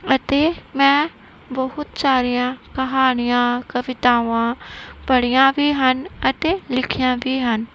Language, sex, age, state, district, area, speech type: Punjabi, female, 30-45, Punjab, Gurdaspur, rural, spontaneous